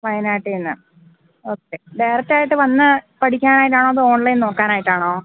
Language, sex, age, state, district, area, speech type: Malayalam, female, 18-30, Kerala, Wayanad, rural, conversation